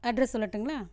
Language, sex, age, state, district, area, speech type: Tamil, female, 45-60, Tamil Nadu, Erode, rural, spontaneous